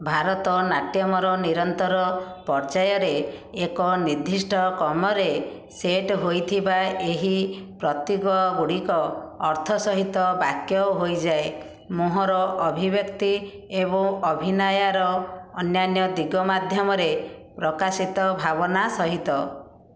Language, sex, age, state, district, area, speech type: Odia, female, 60+, Odisha, Bhadrak, rural, read